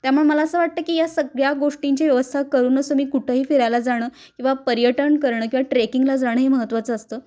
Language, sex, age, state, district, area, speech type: Marathi, female, 30-45, Maharashtra, Kolhapur, urban, spontaneous